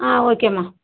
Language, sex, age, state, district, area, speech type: Tamil, female, 30-45, Tamil Nadu, Madurai, urban, conversation